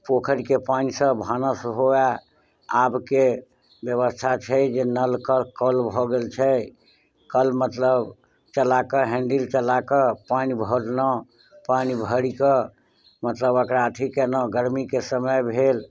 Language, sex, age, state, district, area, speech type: Maithili, male, 60+, Bihar, Muzaffarpur, rural, spontaneous